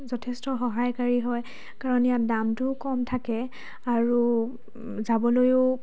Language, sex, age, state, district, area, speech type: Assamese, female, 18-30, Assam, Dhemaji, rural, spontaneous